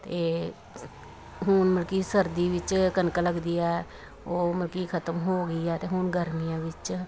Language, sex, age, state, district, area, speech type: Punjabi, female, 30-45, Punjab, Pathankot, rural, spontaneous